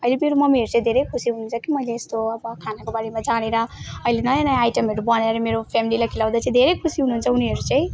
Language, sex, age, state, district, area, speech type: Nepali, female, 18-30, West Bengal, Jalpaiguri, rural, spontaneous